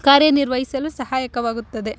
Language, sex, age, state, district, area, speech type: Kannada, female, 18-30, Karnataka, Chikkamagaluru, rural, spontaneous